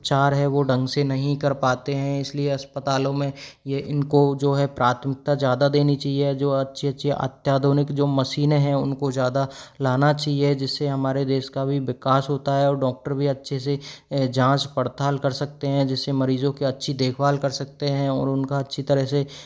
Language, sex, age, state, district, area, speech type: Hindi, male, 30-45, Rajasthan, Karauli, rural, spontaneous